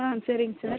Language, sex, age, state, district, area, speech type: Tamil, female, 18-30, Tamil Nadu, Dharmapuri, rural, conversation